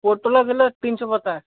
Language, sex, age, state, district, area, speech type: Odia, male, 45-60, Odisha, Malkangiri, urban, conversation